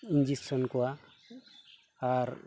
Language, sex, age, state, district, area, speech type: Santali, male, 45-60, West Bengal, Malda, rural, spontaneous